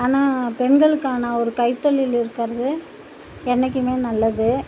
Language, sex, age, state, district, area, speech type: Tamil, female, 60+, Tamil Nadu, Tiruchirappalli, rural, spontaneous